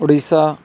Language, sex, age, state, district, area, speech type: Punjabi, male, 18-30, Punjab, Shaheed Bhagat Singh Nagar, rural, spontaneous